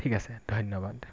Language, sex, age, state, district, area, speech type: Assamese, male, 18-30, Assam, Golaghat, rural, spontaneous